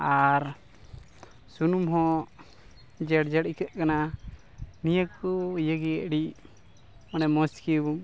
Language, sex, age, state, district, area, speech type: Santali, male, 18-30, West Bengal, Malda, rural, spontaneous